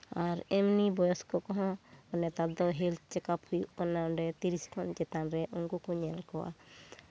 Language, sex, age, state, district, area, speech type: Santali, female, 45-60, West Bengal, Bankura, rural, spontaneous